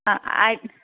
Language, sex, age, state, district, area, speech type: Telugu, female, 18-30, Telangana, Medchal, urban, conversation